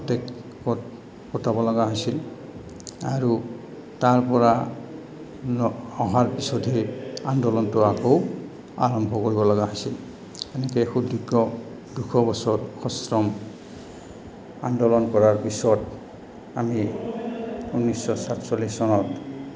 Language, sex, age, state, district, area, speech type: Assamese, male, 60+, Assam, Goalpara, rural, spontaneous